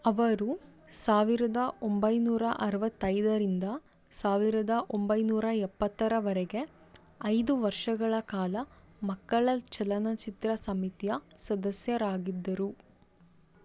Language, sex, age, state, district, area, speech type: Kannada, female, 30-45, Karnataka, Davanagere, rural, read